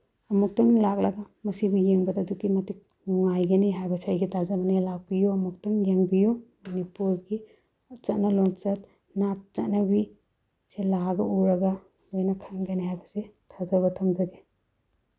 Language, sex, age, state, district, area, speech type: Manipuri, female, 30-45, Manipur, Bishnupur, rural, spontaneous